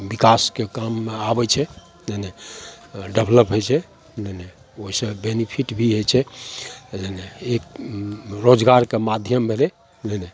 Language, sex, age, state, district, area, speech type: Maithili, male, 60+, Bihar, Madhepura, rural, spontaneous